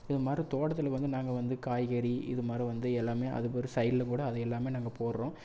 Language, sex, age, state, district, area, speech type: Tamil, male, 18-30, Tamil Nadu, Erode, rural, spontaneous